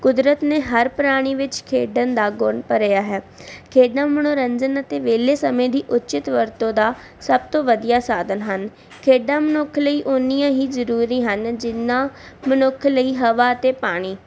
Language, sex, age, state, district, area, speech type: Punjabi, female, 18-30, Punjab, Barnala, rural, spontaneous